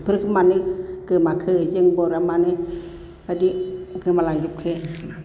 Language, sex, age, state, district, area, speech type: Bodo, female, 60+, Assam, Baksa, urban, spontaneous